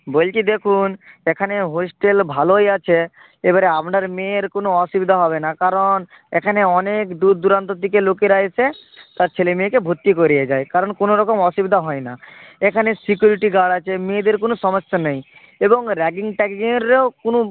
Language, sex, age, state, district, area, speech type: Bengali, male, 18-30, West Bengal, Nadia, rural, conversation